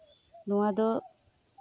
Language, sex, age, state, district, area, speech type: Santali, female, 18-30, West Bengal, Birbhum, rural, spontaneous